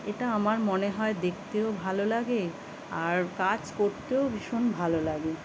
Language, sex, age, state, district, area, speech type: Bengali, female, 45-60, West Bengal, Kolkata, urban, spontaneous